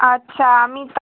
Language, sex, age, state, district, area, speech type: Bengali, female, 18-30, West Bengal, Hooghly, urban, conversation